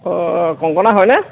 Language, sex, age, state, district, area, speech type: Assamese, male, 30-45, Assam, Lakhimpur, rural, conversation